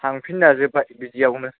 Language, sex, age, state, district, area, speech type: Bodo, male, 18-30, Assam, Kokrajhar, rural, conversation